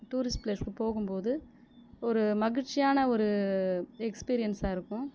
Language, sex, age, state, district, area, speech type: Tamil, female, 30-45, Tamil Nadu, Viluppuram, urban, spontaneous